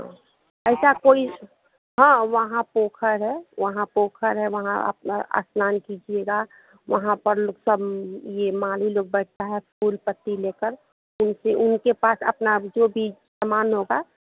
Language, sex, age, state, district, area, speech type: Hindi, female, 45-60, Bihar, Madhepura, rural, conversation